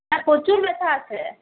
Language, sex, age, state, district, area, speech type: Bengali, female, 18-30, West Bengal, Paschim Bardhaman, rural, conversation